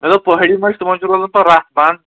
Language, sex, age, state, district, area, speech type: Kashmiri, male, 30-45, Jammu and Kashmir, Kulgam, urban, conversation